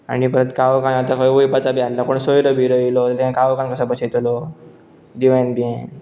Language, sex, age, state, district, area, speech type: Goan Konkani, male, 18-30, Goa, Pernem, rural, spontaneous